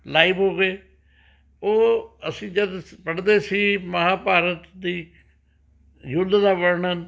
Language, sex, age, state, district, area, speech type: Punjabi, male, 60+, Punjab, Rupnagar, urban, spontaneous